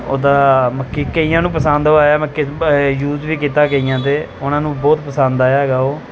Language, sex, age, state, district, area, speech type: Punjabi, male, 30-45, Punjab, Pathankot, urban, spontaneous